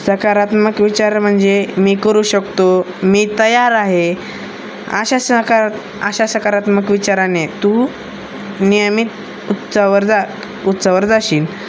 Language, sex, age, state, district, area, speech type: Marathi, male, 18-30, Maharashtra, Osmanabad, rural, spontaneous